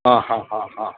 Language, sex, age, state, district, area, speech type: Kannada, male, 45-60, Karnataka, Kolar, rural, conversation